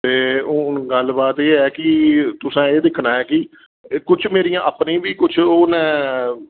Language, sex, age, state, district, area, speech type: Dogri, male, 30-45, Jammu and Kashmir, Reasi, urban, conversation